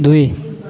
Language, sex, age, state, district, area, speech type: Nepali, male, 18-30, West Bengal, Alipurduar, rural, read